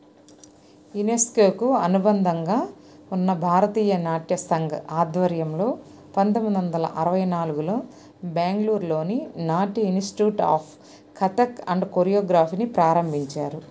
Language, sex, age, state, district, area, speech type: Telugu, female, 45-60, Andhra Pradesh, Nellore, rural, read